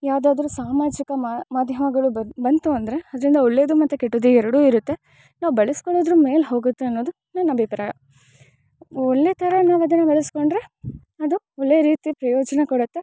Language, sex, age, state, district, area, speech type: Kannada, female, 18-30, Karnataka, Chikkamagaluru, rural, spontaneous